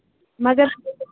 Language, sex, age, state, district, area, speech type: Kashmiri, female, 30-45, Jammu and Kashmir, Ganderbal, rural, conversation